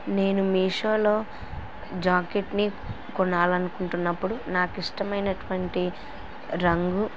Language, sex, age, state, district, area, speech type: Telugu, female, 18-30, Andhra Pradesh, Kurnool, rural, spontaneous